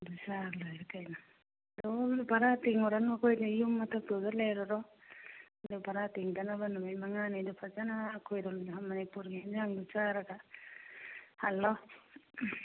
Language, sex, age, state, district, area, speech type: Manipuri, female, 45-60, Manipur, Churachandpur, urban, conversation